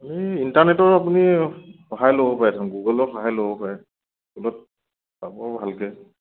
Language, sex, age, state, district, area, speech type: Assamese, male, 30-45, Assam, Tinsukia, urban, conversation